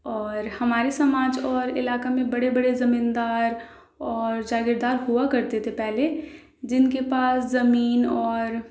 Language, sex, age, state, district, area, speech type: Urdu, female, 18-30, Delhi, South Delhi, urban, spontaneous